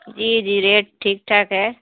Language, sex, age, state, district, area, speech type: Urdu, female, 18-30, Bihar, Khagaria, rural, conversation